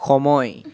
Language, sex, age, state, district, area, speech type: Assamese, male, 18-30, Assam, Biswanath, rural, read